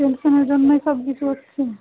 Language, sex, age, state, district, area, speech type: Bengali, female, 18-30, West Bengal, Malda, urban, conversation